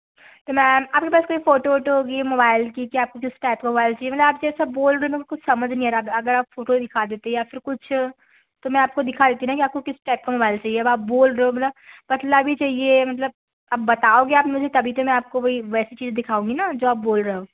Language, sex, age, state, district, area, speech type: Hindi, female, 30-45, Madhya Pradesh, Balaghat, rural, conversation